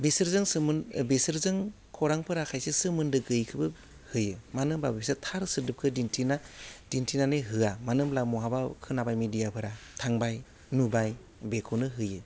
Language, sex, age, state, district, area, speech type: Bodo, male, 30-45, Assam, Udalguri, rural, spontaneous